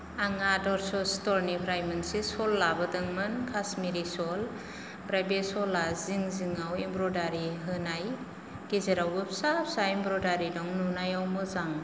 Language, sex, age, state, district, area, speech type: Bodo, female, 45-60, Assam, Kokrajhar, rural, spontaneous